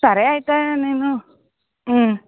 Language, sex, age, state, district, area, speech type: Telugu, female, 30-45, Andhra Pradesh, Eluru, rural, conversation